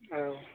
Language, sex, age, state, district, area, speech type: Bodo, male, 30-45, Assam, Chirang, rural, conversation